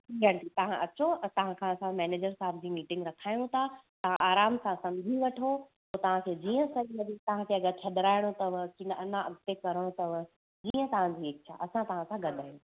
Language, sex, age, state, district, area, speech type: Sindhi, female, 30-45, Gujarat, Surat, urban, conversation